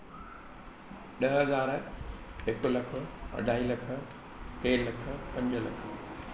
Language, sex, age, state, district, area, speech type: Sindhi, male, 60+, Maharashtra, Mumbai Suburban, urban, spontaneous